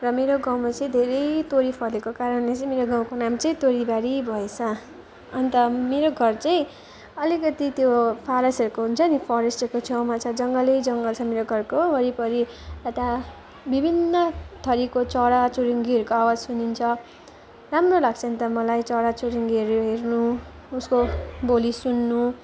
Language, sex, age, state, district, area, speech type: Nepali, female, 18-30, West Bengal, Jalpaiguri, rural, spontaneous